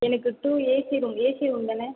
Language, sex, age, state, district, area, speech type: Tamil, female, 18-30, Tamil Nadu, Viluppuram, rural, conversation